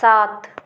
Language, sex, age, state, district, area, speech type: Hindi, female, 30-45, Madhya Pradesh, Gwalior, urban, read